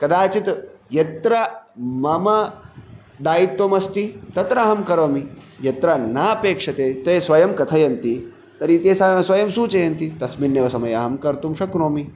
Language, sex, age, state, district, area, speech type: Sanskrit, male, 30-45, Telangana, Hyderabad, urban, spontaneous